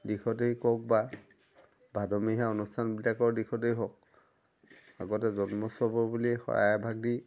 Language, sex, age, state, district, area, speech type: Assamese, male, 60+, Assam, Majuli, urban, spontaneous